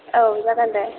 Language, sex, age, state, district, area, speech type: Bodo, female, 18-30, Assam, Kokrajhar, rural, conversation